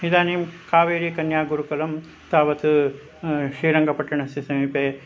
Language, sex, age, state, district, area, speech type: Sanskrit, male, 60+, Karnataka, Mandya, rural, spontaneous